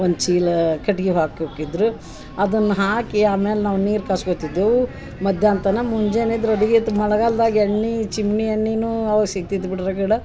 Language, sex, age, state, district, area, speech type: Kannada, female, 60+, Karnataka, Dharwad, rural, spontaneous